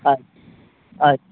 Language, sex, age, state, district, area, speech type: Kannada, male, 30-45, Karnataka, Udupi, rural, conversation